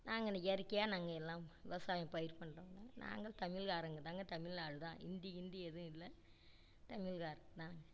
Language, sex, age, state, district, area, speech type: Tamil, female, 60+, Tamil Nadu, Namakkal, rural, spontaneous